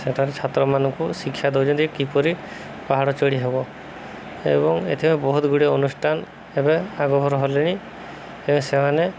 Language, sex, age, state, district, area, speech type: Odia, male, 30-45, Odisha, Subarnapur, urban, spontaneous